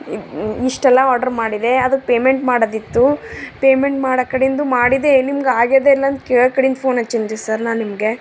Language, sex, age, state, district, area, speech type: Kannada, female, 30-45, Karnataka, Bidar, urban, spontaneous